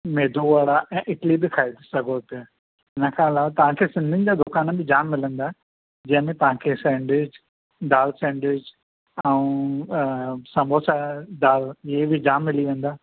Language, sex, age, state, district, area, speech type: Sindhi, male, 45-60, Maharashtra, Thane, urban, conversation